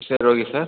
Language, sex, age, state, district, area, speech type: Tamil, male, 18-30, Tamil Nadu, Viluppuram, urban, conversation